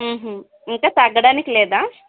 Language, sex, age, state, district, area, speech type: Telugu, female, 30-45, Andhra Pradesh, Vizianagaram, rural, conversation